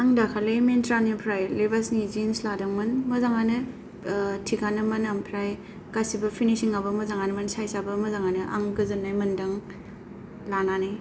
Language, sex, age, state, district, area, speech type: Bodo, female, 30-45, Assam, Kokrajhar, rural, spontaneous